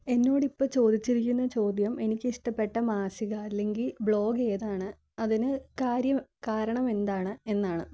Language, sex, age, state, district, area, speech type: Malayalam, female, 18-30, Kerala, Thiruvananthapuram, urban, spontaneous